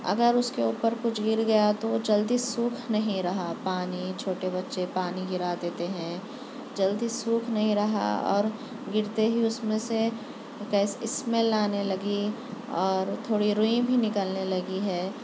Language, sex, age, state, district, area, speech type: Urdu, female, 18-30, Telangana, Hyderabad, urban, spontaneous